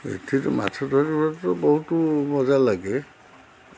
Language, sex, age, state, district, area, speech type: Odia, male, 45-60, Odisha, Jagatsinghpur, urban, spontaneous